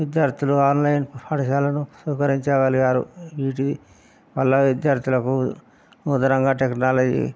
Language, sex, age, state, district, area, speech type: Telugu, male, 60+, Telangana, Hanamkonda, rural, spontaneous